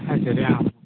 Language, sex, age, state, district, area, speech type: Malayalam, male, 60+, Kerala, Alappuzha, rural, conversation